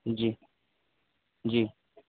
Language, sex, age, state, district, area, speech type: Urdu, male, 18-30, Uttar Pradesh, Siddharthnagar, rural, conversation